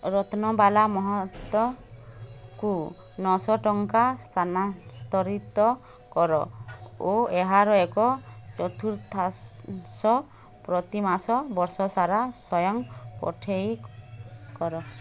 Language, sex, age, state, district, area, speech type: Odia, female, 30-45, Odisha, Bargarh, urban, read